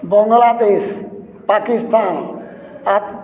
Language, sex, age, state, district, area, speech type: Odia, male, 60+, Odisha, Balangir, urban, spontaneous